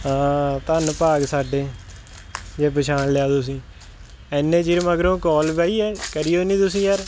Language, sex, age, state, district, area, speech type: Punjabi, male, 30-45, Punjab, Kapurthala, urban, spontaneous